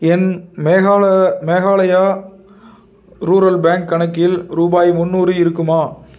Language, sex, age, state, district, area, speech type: Tamil, male, 30-45, Tamil Nadu, Tiruppur, urban, read